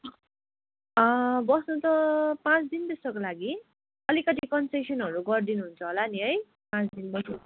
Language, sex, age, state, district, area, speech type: Nepali, female, 18-30, West Bengal, Kalimpong, rural, conversation